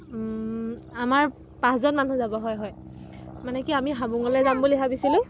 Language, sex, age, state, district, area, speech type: Assamese, female, 18-30, Assam, Dhemaji, rural, spontaneous